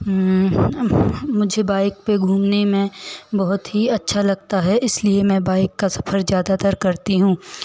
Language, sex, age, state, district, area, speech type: Hindi, female, 18-30, Madhya Pradesh, Hoshangabad, rural, spontaneous